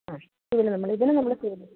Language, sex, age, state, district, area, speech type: Malayalam, female, 45-60, Kerala, Idukki, rural, conversation